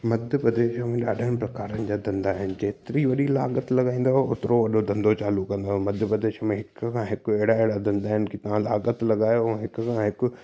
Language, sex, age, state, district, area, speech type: Sindhi, male, 18-30, Madhya Pradesh, Katni, urban, spontaneous